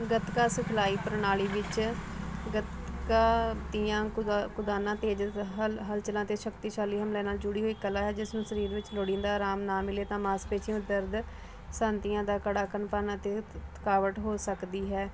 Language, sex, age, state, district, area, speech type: Punjabi, female, 30-45, Punjab, Ludhiana, urban, spontaneous